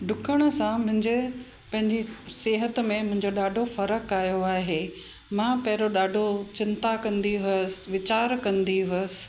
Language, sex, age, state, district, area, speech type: Sindhi, female, 45-60, Gujarat, Kutch, rural, spontaneous